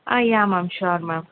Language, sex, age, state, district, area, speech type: Tamil, female, 18-30, Tamil Nadu, Chennai, urban, conversation